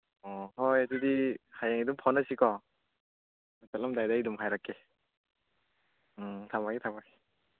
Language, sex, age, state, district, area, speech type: Manipuri, male, 18-30, Manipur, Chandel, rural, conversation